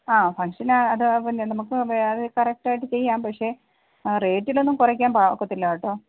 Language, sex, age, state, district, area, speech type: Malayalam, female, 30-45, Kerala, Kollam, rural, conversation